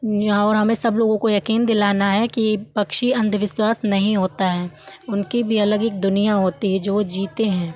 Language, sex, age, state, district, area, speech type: Hindi, female, 30-45, Uttar Pradesh, Lucknow, rural, spontaneous